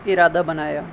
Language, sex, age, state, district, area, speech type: Urdu, male, 30-45, Delhi, North West Delhi, urban, spontaneous